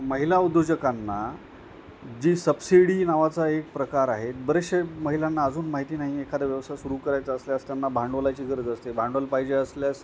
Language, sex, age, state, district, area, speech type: Marathi, male, 45-60, Maharashtra, Nanded, rural, spontaneous